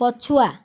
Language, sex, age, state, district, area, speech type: Odia, female, 60+, Odisha, Koraput, urban, read